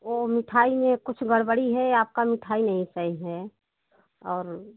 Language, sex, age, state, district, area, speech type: Hindi, female, 30-45, Uttar Pradesh, Prayagraj, rural, conversation